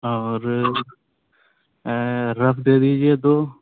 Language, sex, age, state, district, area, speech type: Urdu, male, 18-30, Uttar Pradesh, Shahjahanpur, urban, conversation